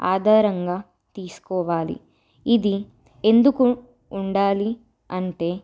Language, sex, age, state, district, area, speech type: Telugu, female, 18-30, Telangana, Nirmal, urban, spontaneous